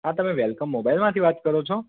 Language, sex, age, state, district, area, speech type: Gujarati, male, 30-45, Gujarat, Mehsana, rural, conversation